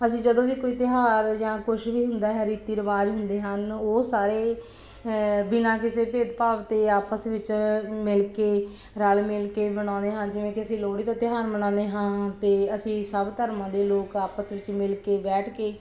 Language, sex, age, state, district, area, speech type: Punjabi, female, 30-45, Punjab, Bathinda, urban, spontaneous